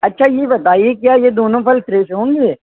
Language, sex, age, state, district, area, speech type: Urdu, male, 18-30, Uttar Pradesh, Shahjahanpur, rural, conversation